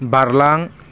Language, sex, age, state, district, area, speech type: Bodo, male, 18-30, Assam, Baksa, rural, read